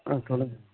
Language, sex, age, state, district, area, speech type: Tamil, male, 30-45, Tamil Nadu, Namakkal, rural, conversation